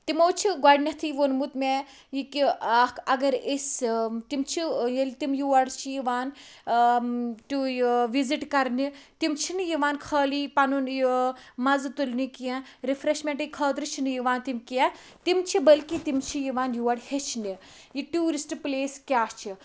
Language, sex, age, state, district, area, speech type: Kashmiri, female, 30-45, Jammu and Kashmir, Pulwama, rural, spontaneous